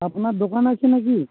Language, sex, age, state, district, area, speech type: Bengali, male, 30-45, West Bengal, Uttar Dinajpur, urban, conversation